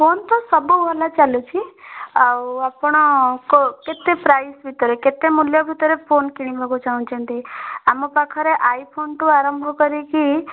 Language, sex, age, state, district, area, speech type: Odia, female, 18-30, Odisha, Bhadrak, rural, conversation